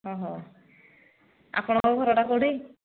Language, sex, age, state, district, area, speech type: Odia, female, 45-60, Odisha, Angul, rural, conversation